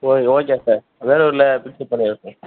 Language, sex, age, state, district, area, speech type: Tamil, male, 18-30, Tamil Nadu, Vellore, urban, conversation